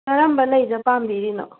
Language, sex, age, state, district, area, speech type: Manipuri, female, 18-30, Manipur, Kangpokpi, urban, conversation